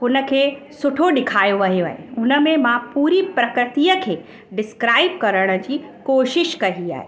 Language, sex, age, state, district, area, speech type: Sindhi, female, 30-45, Uttar Pradesh, Lucknow, urban, spontaneous